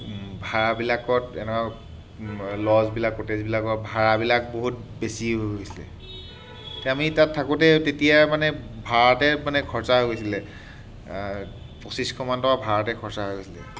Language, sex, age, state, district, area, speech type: Assamese, male, 30-45, Assam, Sivasagar, urban, spontaneous